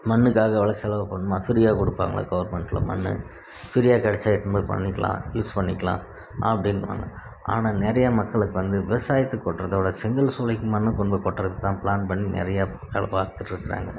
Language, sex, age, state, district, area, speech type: Tamil, male, 45-60, Tamil Nadu, Krishnagiri, rural, spontaneous